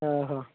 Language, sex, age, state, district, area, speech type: Kannada, male, 18-30, Karnataka, Uttara Kannada, rural, conversation